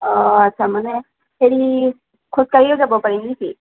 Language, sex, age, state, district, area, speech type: Assamese, female, 18-30, Assam, Sonitpur, rural, conversation